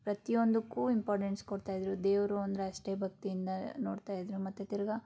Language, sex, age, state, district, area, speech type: Kannada, female, 18-30, Karnataka, Chikkaballapur, rural, spontaneous